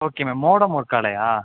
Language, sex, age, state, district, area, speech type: Tamil, male, 18-30, Tamil Nadu, Pudukkottai, rural, conversation